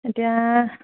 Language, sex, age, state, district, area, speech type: Assamese, female, 30-45, Assam, Golaghat, urban, conversation